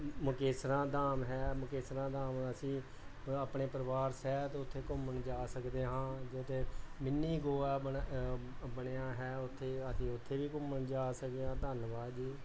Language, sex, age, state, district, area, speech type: Punjabi, male, 45-60, Punjab, Pathankot, rural, spontaneous